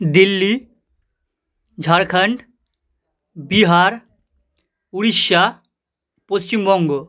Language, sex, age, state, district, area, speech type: Bengali, male, 18-30, West Bengal, South 24 Parganas, rural, spontaneous